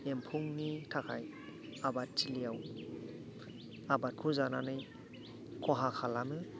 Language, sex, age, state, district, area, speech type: Bodo, male, 45-60, Assam, Kokrajhar, rural, spontaneous